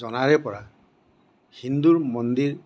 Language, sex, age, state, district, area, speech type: Assamese, male, 60+, Assam, Kamrup Metropolitan, urban, spontaneous